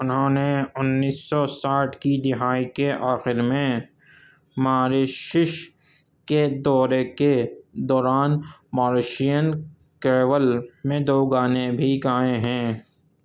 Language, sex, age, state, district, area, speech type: Urdu, male, 45-60, Uttar Pradesh, Gautam Buddha Nagar, urban, read